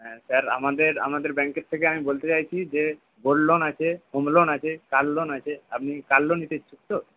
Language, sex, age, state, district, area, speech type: Bengali, male, 45-60, West Bengal, Purba Medinipur, rural, conversation